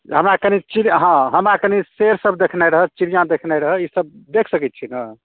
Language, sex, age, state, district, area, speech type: Maithili, male, 30-45, Bihar, Darbhanga, rural, conversation